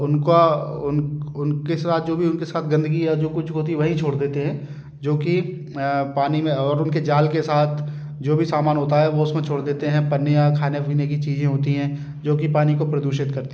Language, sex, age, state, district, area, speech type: Hindi, male, 45-60, Madhya Pradesh, Gwalior, rural, spontaneous